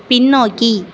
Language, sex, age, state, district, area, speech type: Tamil, female, 30-45, Tamil Nadu, Thoothukudi, urban, read